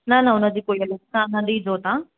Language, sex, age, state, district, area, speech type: Sindhi, female, 30-45, Madhya Pradesh, Katni, rural, conversation